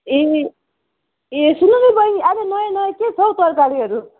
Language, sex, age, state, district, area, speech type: Nepali, female, 45-60, West Bengal, Jalpaiguri, urban, conversation